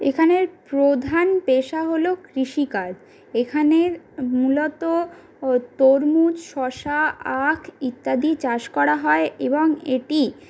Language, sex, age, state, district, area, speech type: Bengali, other, 45-60, West Bengal, Purulia, rural, spontaneous